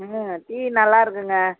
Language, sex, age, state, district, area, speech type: Tamil, female, 45-60, Tamil Nadu, Thanjavur, rural, conversation